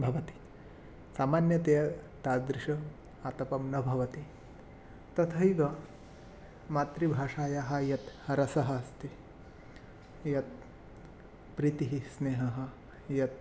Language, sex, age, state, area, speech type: Sanskrit, male, 18-30, Assam, rural, spontaneous